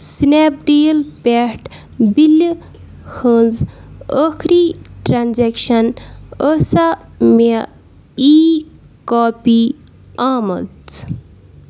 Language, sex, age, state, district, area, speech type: Kashmiri, female, 30-45, Jammu and Kashmir, Bandipora, rural, read